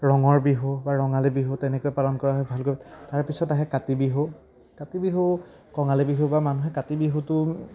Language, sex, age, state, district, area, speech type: Assamese, male, 18-30, Assam, Majuli, urban, spontaneous